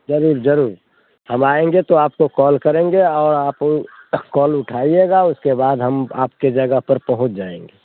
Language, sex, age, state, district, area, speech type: Hindi, male, 60+, Bihar, Muzaffarpur, rural, conversation